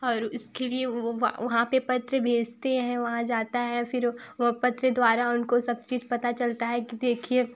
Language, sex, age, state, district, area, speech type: Hindi, female, 18-30, Uttar Pradesh, Prayagraj, urban, spontaneous